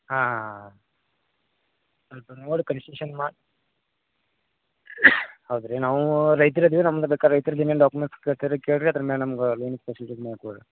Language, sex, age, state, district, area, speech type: Kannada, male, 30-45, Karnataka, Vijayapura, rural, conversation